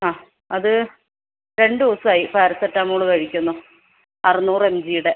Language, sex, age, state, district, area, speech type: Malayalam, female, 18-30, Kerala, Wayanad, rural, conversation